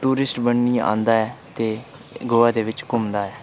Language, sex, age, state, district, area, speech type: Dogri, male, 18-30, Jammu and Kashmir, Udhampur, rural, spontaneous